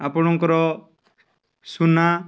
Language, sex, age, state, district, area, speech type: Odia, male, 30-45, Odisha, Nuapada, urban, spontaneous